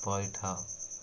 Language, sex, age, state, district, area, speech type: Odia, male, 18-30, Odisha, Ganjam, urban, spontaneous